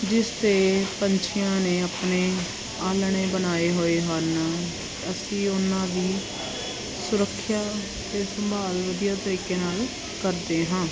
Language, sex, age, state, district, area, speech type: Punjabi, female, 30-45, Punjab, Jalandhar, urban, spontaneous